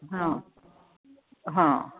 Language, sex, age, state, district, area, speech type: Marathi, female, 45-60, Maharashtra, Nashik, urban, conversation